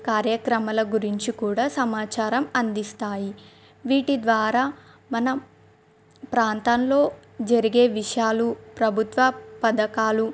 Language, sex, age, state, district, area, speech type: Telugu, female, 18-30, Telangana, Adilabad, rural, spontaneous